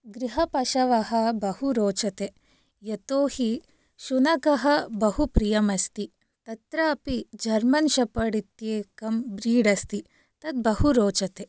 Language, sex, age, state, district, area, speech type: Sanskrit, female, 18-30, Karnataka, Shimoga, urban, spontaneous